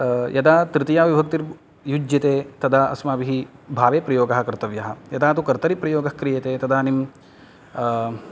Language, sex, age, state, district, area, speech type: Sanskrit, male, 18-30, Karnataka, Uttara Kannada, urban, spontaneous